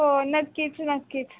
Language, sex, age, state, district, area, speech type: Marathi, female, 18-30, Maharashtra, Osmanabad, rural, conversation